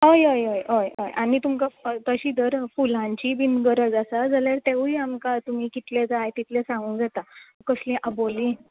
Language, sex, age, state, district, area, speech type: Goan Konkani, female, 30-45, Goa, Tiswadi, rural, conversation